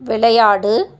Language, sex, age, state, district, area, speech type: Tamil, female, 45-60, Tamil Nadu, Tiruppur, rural, read